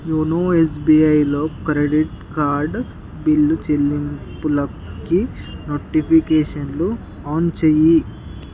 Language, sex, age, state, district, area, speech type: Telugu, male, 30-45, Andhra Pradesh, Srikakulam, urban, read